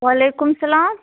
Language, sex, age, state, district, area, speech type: Kashmiri, female, 30-45, Jammu and Kashmir, Budgam, rural, conversation